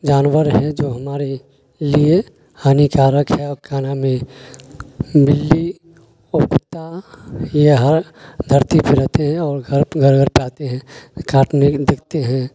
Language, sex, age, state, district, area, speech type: Urdu, male, 30-45, Bihar, Khagaria, rural, spontaneous